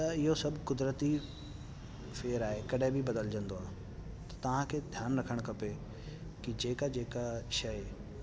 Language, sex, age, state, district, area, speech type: Sindhi, male, 18-30, Delhi, South Delhi, urban, spontaneous